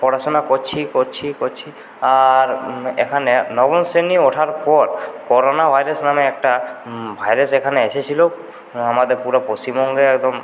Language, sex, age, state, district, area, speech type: Bengali, male, 30-45, West Bengal, Purulia, rural, spontaneous